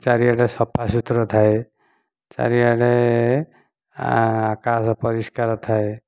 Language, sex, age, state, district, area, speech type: Odia, male, 45-60, Odisha, Dhenkanal, rural, spontaneous